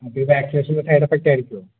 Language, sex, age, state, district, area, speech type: Malayalam, male, 18-30, Kerala, Wayanad, rural, conversation